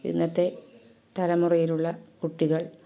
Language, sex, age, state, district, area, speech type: Malayalam, female, 30-45, Kerala, Kasaragod, urban, spontaneous